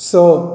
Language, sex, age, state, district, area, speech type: Goan Konkani, male, 45-60, Goa, Bardez, rural, read